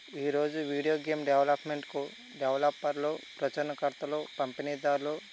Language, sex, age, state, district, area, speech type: Telugu, male, 30-45, Andhra Pradesh, Vizianagaram, rural, spontaneous